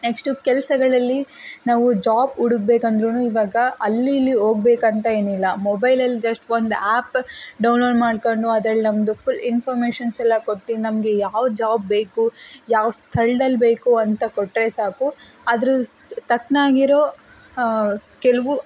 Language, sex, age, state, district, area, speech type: Kannada, female, 30-45, Karnataka, Tumkur, rural, spontaneous